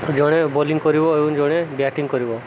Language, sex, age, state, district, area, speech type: Odia, male, 18-30, Odisha, Subarnapur, urban, spontaneous